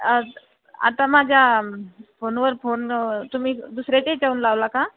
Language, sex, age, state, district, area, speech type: Marathi, female, 30-45, Maharashtra, Buldhana, rural, conversation